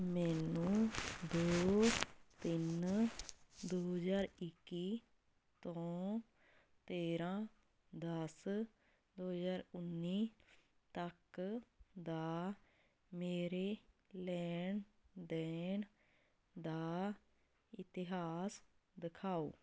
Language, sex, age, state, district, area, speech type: Punjabi, female, 18-30, Punjab, Sangrur, urban, read